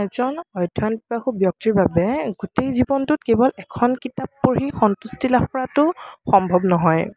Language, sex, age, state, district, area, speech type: Assamese, female, 18-30, Assam, Kamrup Metropolitan, urban, spontaneous